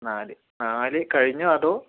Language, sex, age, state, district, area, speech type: Malayalam, male, 30-45, Kerala, Palakkad, rural, conversation